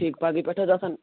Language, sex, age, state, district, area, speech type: Kashmiri, male, 18-30, Jammu and Kashmir, Srinagar, urban, conversation